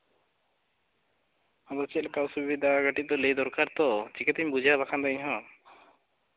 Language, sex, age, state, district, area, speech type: Santali, male, 18-30, West Bengal, Bankura, rural, conversation